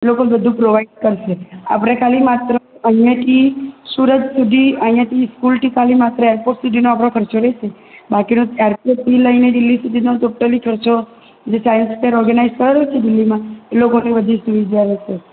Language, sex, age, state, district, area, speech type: Gujarati, female, 18-30, Gujarat, Surat, rural, conversation